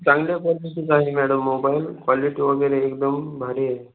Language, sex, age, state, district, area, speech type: Marathi, male, 18-30, Maharashtra, Hingoli, urban, conversation